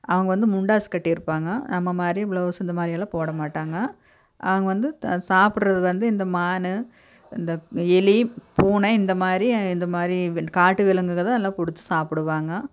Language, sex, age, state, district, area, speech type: Tamil, female, 45-60, Tamil Nadu, Coimbatore, urban, spontaneous